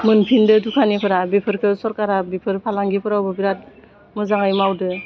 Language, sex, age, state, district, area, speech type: Bodo, female, 45-60, Assam, Udalguri, urban, spontaneous